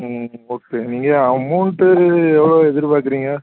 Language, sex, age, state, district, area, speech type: Tamil, male, 30-45, Tamil Nadu, Thoothukudi, urban, conversation